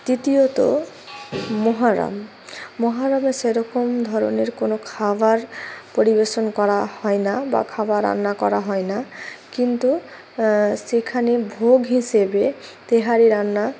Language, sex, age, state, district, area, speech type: Bengali, female, 30-45, West Bengal, Malda, urban, spontaneous